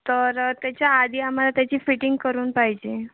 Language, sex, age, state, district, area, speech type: Marathi, female, 18-30, Maharashtra, Washim, rural, conversation